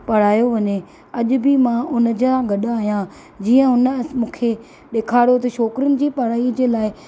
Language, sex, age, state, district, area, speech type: Sindhi, female, 30-45, Maharashtra, Thane, urban, spontaneous